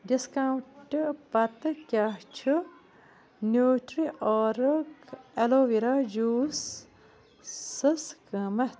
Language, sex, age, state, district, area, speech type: Kashmiri, female, 45-60, Jammu and Kashmir, Bandipora, rural, read